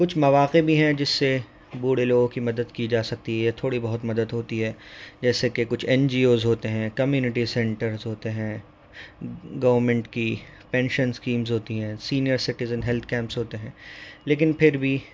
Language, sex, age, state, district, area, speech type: Urdu, male, 18-30, Delhi, North East Delhi, urban, spontaneous